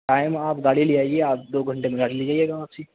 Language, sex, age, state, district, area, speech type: Urdu, male, 18-30, Delhi, East Delhi, rural, conversation